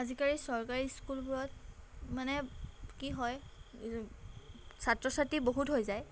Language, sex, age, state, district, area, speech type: Assamese, female, 18-30, Assam, Golaghat, urban, spontaneous